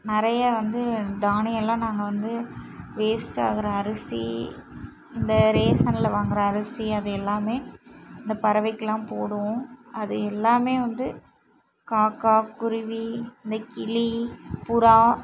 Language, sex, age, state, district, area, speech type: Tamil, female, 18-30, Tamil Nadu, Mayiladuthurai, urban, spontaneous